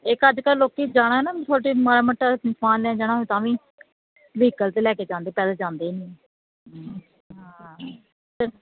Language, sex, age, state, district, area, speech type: Punjabi, female, 30-45, Punjab, Kapurthala, rural, conversation